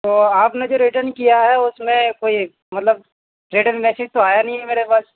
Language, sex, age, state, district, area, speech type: Urdu, male, 18-30, Uttar Pradesh, Gautam Buddha Nagar, urban, conversation